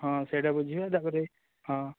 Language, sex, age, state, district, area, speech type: Odia, male, 18-30, Odisha, Nayagarh, rural, conversation